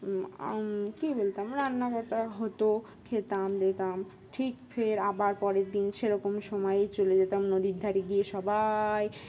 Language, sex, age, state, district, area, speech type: Bengali, female, 18-30, West Bengal, Dakshin Dinajpur, urban, spontaneous